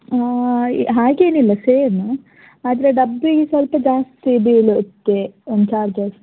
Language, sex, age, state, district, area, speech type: Kannada, female, 18-30, Karnataka, Udupi, rural, conversation